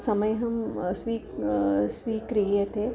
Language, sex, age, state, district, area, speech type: Sanskrit, female, 45-60, Tamil Nadu, Kanyakumari, urban, spontaneous